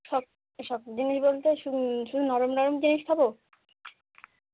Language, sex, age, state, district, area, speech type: Bengali, female, 18-30, West Bengal, Dakshin Dinajpur, urban, conversation